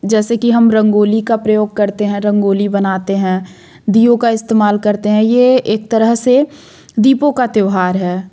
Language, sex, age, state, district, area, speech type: Hindi, female, 30-45, Madhya Pradesh, Jabalpur, urban, spontaneous